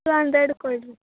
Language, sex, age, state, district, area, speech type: Kannada, female, 18-30, Karnataka, Chikkaballapur, rural, conversation